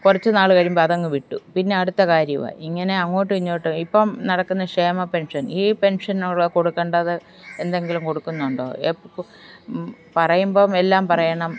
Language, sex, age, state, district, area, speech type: Malayalam, female, 45-60, Kerala, Alappuzha, rural, spontaneous